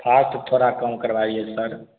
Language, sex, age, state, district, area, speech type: Hindi, male, 18-30, Bihar, Begusarai, rural, conversation